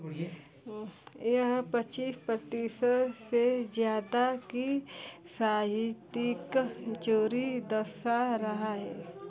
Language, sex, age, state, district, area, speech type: Hindi, female, 30-45, Uttar Pradesh, Mau, rural, read